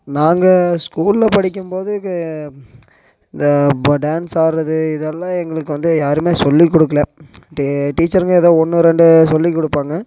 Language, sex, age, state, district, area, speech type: Tamil, male, 18-30, Tamil Nadu, Coimbatore, urban, spontaneous